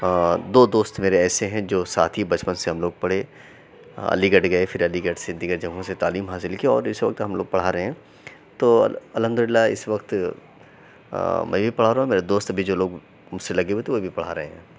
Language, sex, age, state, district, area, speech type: Urdu, male, 30-45, Uttar Pradesh, Mau, urban, spontaneous